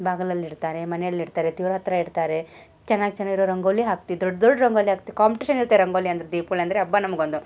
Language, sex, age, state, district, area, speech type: Kannada, female, 30-45, Karnataka, Gulbarga, urban, spontaneous